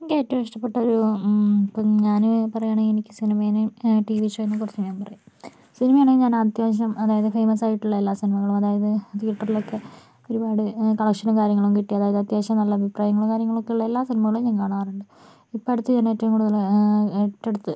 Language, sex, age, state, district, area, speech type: Malayalam, female, 45-60, Kerala, Kozhikode, urban, spontaneous